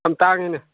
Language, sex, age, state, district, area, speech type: Manipuri, male, 30-45, Manipur, Chandel, rural, conversation